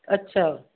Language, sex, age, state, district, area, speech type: Sindhi, female, 60+, Uttar Pradesh, Lucknow, urban, conversation